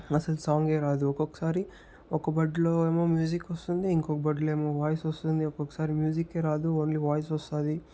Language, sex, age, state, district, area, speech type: Telugu, male, 18-30, Andhra Pradesh, Chittoor, urban, spontaneous